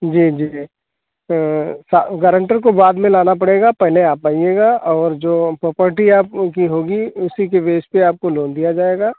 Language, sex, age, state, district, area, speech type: Hindi, male, 45-60, Uttar Pradesh, Sitapur, rural, conversation